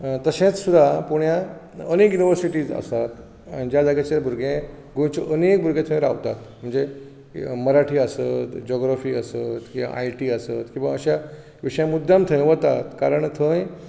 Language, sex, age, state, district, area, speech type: Goan Konkani, male, 45-60, Goa, Bardez, rural, spontaneous